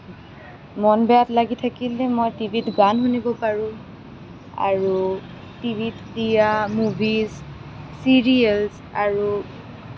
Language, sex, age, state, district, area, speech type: Assamese, female, 18-30, Assam, Kamrup Metropolitan, urban, spontaneous